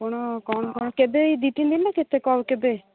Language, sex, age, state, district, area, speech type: Odia, female, 45-60, Odisha, Angul, rural, conversation